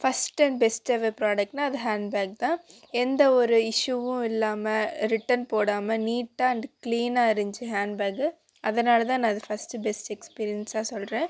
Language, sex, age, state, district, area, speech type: Tamil, female, 18-30, Tamil Nadu, Coimbatore, urban, spontaneous